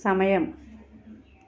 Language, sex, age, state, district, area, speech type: Telugu, female, 30-45, Andhra Pradesh, Kakinada, urban, read